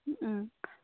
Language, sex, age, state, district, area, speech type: Manipuri, female, 30-45, Manipur, Chandel, rural, conversation